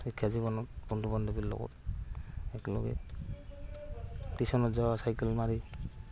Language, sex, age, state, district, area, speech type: Assamese, male, 18-30, Assam, Goalpara, rural, spontaneous